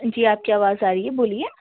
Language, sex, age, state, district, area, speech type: Urdu, female, 18-30, Delhi, North West Delhi, urban, conversation